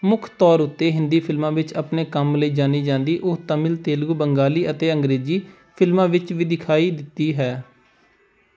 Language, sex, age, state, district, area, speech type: Punjabi, male, 18-30, Punjab, Pathankot, rural, read